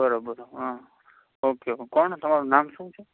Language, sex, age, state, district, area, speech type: Gujarati, male, 45-60, Gujarat, Morbi, rural, conversation